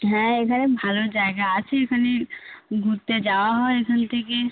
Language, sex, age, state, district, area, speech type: Bengali, female, 18-30, West Bengal, Birbhum, urban, conversation